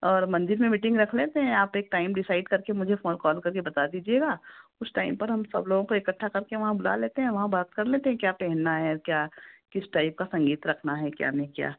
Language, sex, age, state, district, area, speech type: Hindi, female, 45-60, Madhya Pradesh, Ujjain, urban, conversation